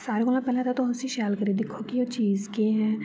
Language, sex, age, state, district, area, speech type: Dogri, female, 18-30, Jammu and Kashmir, Jammu, urban, spontaneous